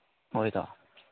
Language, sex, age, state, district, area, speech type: Manipuri, male, 18-30, Manipur, Kangpokpi, urban, conversation